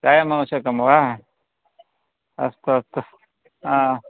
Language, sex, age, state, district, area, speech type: Sanskrit, male, 45-60, Karnataka, Vijayanagara, rural, conversation